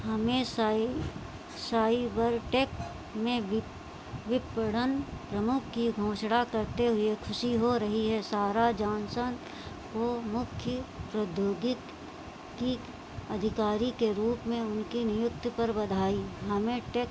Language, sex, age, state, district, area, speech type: Hindi, female, 45-60, Uttar Pradesh, Sitapur, rural, read